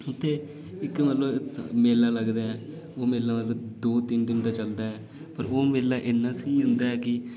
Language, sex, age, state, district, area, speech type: Dogri, male, 18-30, Jammu and Kashmir, Udhampur, rural, spontaneous